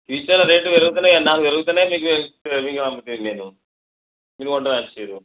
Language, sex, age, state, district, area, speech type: Telugu, male, 30-45, Telangana, Mancherial, rural, conversation